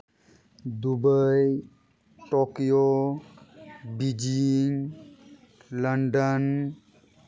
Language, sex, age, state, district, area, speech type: Santali, male, 18-30, Jharkhand, East Singhbhum, rural, spontaneous